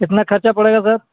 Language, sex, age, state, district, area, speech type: Urdu, male, 60+, Bihar, Gaya, rural, conversation